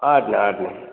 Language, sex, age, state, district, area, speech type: Tamil, male, 60+, Tamil Nadu, Theni, rural, conversation